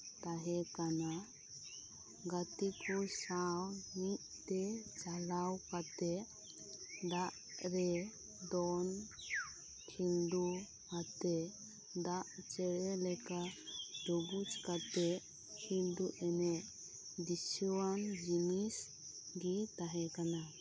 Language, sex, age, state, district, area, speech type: Santali, female, 18-30, West Bengal, Birbhum, rural, spontaneous